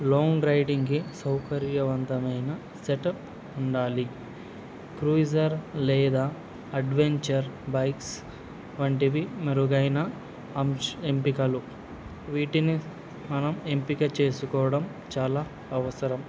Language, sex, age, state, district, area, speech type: Telugu, male, 18-30, Andhra Pradesh, Nandyal, urban, spontaneous